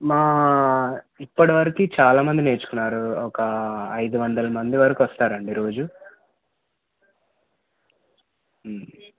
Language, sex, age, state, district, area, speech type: Telugu, male, 18-30, Telangana, Hanamkonda, urban, conversation